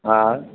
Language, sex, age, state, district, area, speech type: Sindhi, male, 30-45, Delhi, South Delhi, urban, conversation